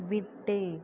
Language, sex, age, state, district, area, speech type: Tamil, female, 18-30, Tamil Nadu, Mayiladuthurai, urban, read